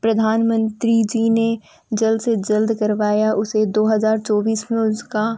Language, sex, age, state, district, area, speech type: Hindi, female, 18-30, Madhya Pradesh, Ujjain, urban, spontaneous